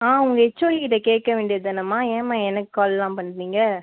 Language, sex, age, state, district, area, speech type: Tamil, female, 30-45, Tamil Nadu, Viluppuram, rural, conversation